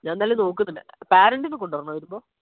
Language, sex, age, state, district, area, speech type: Malayalam, male, 18-30, Kerala, Wayanad, rural, conversation